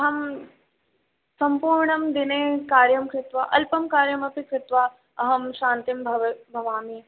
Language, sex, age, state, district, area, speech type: Sanskrit, female, 18-30, Rajasthan, Jaipur, urban, conversation